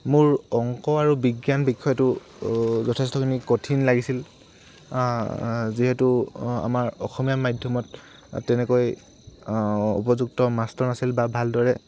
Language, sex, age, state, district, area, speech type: Assamese, male, 18-30, Assam, Tinsukia, urban, spontaneous